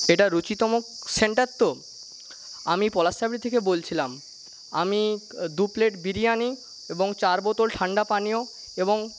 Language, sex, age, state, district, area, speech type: Bengali, male, 18-30, West Bengal, Paschim Medinipur, rural, spontaneous